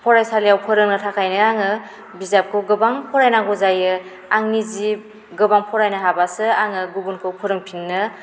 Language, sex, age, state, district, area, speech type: Bodo, female, 18-30, Assam, Baksa, rural, spontaneous